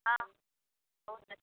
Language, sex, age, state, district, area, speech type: Maithili, female, 45-60, Bihar, Muzaffarpur, rural, conversation